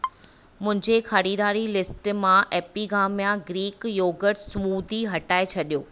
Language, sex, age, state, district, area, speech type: Sindhi, female, 30-45, Maharashtra, Thane, urban, read